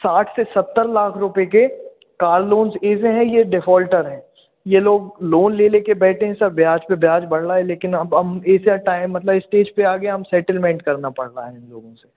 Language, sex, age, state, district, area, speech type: Hindi, male, 18-30, Madhya Pradesh, Hoshangabad, urban, conversation